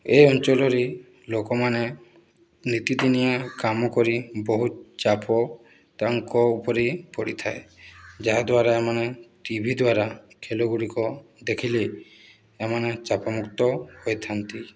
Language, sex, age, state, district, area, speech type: Odia, male, 18-30, Odisha, Boudh, rural, spontaneous